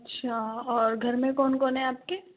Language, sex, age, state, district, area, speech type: Hindi, female, 30-45, Rajasthan, Jaipur, urban, conversation